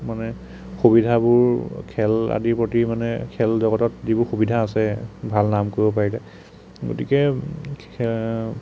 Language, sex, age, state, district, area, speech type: Assamese, male, 30-45, Assam, Sonitpur, rural, spontaneous